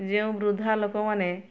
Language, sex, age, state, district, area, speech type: Odia, female, 60+, Odisha, Mayurbhanj, rural, spontaneous